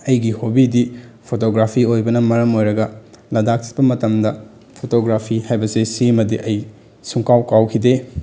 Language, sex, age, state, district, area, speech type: Manipuri, male, 18-30, Manipur, Bishnupur, rural, spontaneous